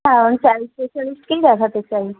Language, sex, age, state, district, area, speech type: Bengali, female, 18-30, West Bengal, Darjeeling, rural, conversation